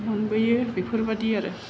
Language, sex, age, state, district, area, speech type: Bodo, female, 45-60, Assam, Chirang, urban, spontaneous